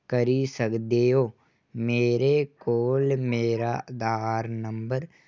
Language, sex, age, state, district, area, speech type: Dogri, male, 18-30, Jammu and Kashmir, Kathua, rural, read